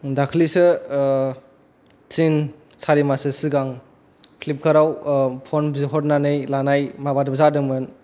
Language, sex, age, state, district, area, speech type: Bodo, male, 18-30, Assam, Kokrajhar, urban, spontaneous